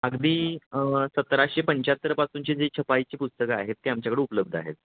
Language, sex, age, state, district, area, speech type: Marathi, male, 30-45, Maharashtra, Kolhapur, urban, conversation